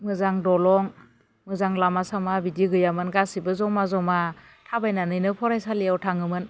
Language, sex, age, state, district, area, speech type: Bodo, female, 30-45, Assam, Baksa, rural, spontaneous